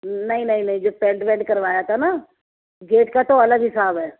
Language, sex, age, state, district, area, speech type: Urdu, female, 30-45, Uttar Pradesh, Ghaziabad, rural, conversation